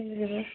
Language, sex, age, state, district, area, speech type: Bodo, female, 18-30, Assam, Kokrajhar, rural, conversation